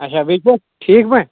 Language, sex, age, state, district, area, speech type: Kashmiri, male, 18-30, Jammu and Kashmir, Kulgam, rural, conversation